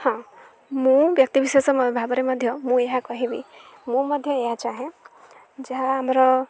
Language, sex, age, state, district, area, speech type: Odia, female, 18-30, Odisha, Jagatsinghpur, rural, spontaneous